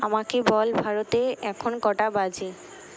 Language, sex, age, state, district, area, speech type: Bengali, female, 60+, West Bengal, Purba Bardhaman, urban, read